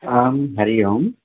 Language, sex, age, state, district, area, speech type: Sanskrit, male, 18-30, Telangana, Karimnagar, urban, conversation